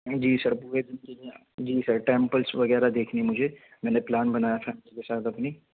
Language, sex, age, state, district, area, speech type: Urdu, male, 18-30, Delhi, Central Delhi, urban, conversation